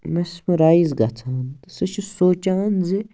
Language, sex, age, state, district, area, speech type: Kashmiri, male, 45-60, Jammu and Kashmir, Baramulla, rural, spontaneous